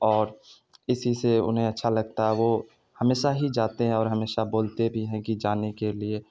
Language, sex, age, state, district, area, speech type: Urdu, male, 30-45, Bihar, Supaul, urban, spontaneous